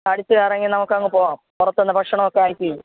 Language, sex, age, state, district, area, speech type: Malayalam, female, 45-60, Kerala, Thiruvananthapuram, urban, conversation